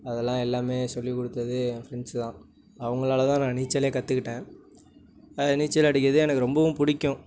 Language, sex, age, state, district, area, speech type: Tamil, male, 18-30, Tamil Nadu, Nagapattinam, rural, spontaneous